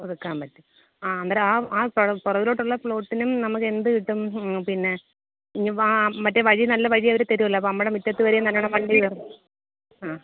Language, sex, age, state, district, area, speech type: Malayalam, female, 30-45, Kerala, Kollam, urban, conversation